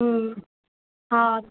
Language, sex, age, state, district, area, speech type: Sindhi, female, 18-30, Rajasthan, Ajmer, urban, conversation